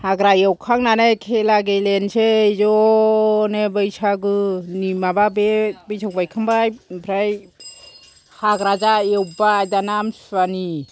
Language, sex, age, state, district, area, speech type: Bodo, female, 60+, Assam, Kokrajhar, urban, spontaneous